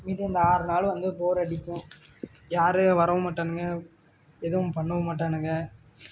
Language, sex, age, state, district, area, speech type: Tamil, male, 18-30, Tamil Nadu, Namakkal, rural, spontaneous